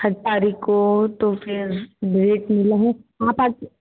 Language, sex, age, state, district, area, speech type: Hindi, female, 18-30, Uttar Pradesh, Bhadohi, rural, conversation